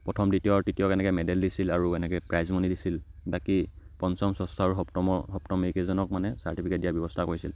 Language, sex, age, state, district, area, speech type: Assamese, male, 18-30, Assam, Charaideo, rural, spontaneous